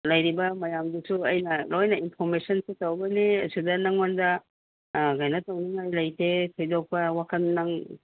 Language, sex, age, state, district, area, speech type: Manipuri, female, 60+, Manipur, Ukhrul, rural, conversation